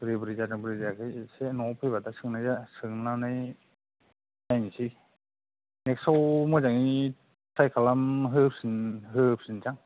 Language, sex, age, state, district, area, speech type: Bodo, male, 30-45, Assam, Kokrajhar, rural, conversation